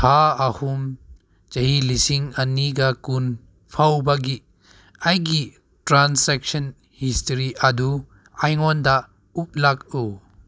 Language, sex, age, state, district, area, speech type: Manipuri, male, 30-45, Manipur, Senapati, rural, read